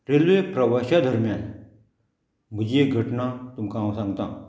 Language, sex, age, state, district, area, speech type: Goan Konkani, male, 45-60, Goa, Murmgao, rural, spontaneous